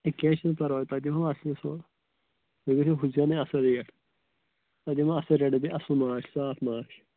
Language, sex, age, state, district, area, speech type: Kashmiri, male, 18-30, Jammu and Kashmir, Shopian, rural, conversation